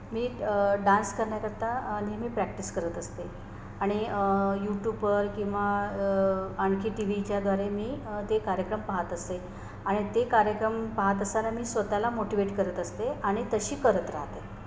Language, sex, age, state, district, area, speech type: Marathi, female, 30-45, Maharashtra, Nagpur, urban, spontaneous